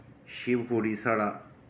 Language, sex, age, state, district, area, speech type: Dogri, male, 30-45, Jammu and Kashmir, Reasi, rural, spontaneous